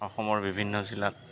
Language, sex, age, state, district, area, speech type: Assamese, male, 45-60, Assam, Goalpara, urban, spontaneous